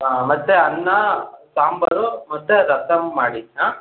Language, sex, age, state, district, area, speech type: Kannada, male, 18-30, Karnataka, Chitradurga, urban, conversation